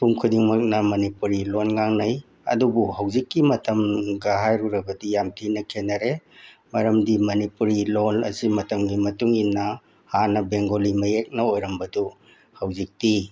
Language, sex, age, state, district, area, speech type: Manipuri, male, 60+, Manipur, Bishnupur, rural, spontaneous